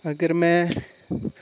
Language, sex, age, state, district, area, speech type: Dogri, male, 18-30, Jammu and Kashmir, Udhampur, rural, spontaneous